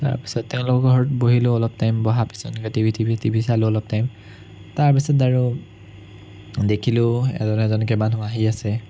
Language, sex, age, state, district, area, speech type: Assamese, male, 30-45, Assam, Sonitpur, rural, spontaneous